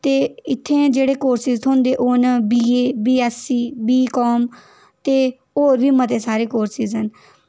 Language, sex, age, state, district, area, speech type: Dogri, female, 18-30, Jammu and Kashmir, Udhampur, rural, spontaneous